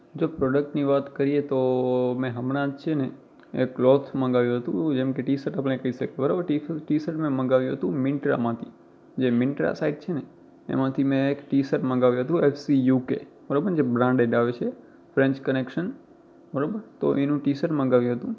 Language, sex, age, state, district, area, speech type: Gujarati, male, 18-30, Gujarat, Kutch, rural, spontaneous